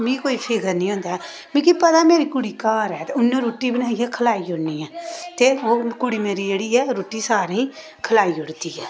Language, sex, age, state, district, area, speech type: Dogri, female, 30-45, Jammu and Kashmir, Samba, rural, spontaneous